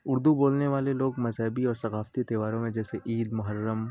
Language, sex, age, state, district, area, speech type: Urdu, male, 18-30, Uttar Pradesh, Azamgarh, rural, spontaneous